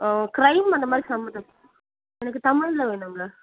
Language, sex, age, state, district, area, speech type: Tamil, female, 30-45, Tamil Nadu, Cuddalore, rural, conversation